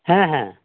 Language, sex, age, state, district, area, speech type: Bengali, male, 60+, West Bengal, North 24 Parganas, urban, conversation